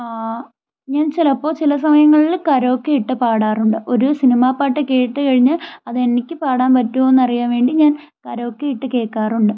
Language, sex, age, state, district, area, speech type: Malayalam, female, 18-30, Kerala, Thiruvananthapuram, rural, spontaneous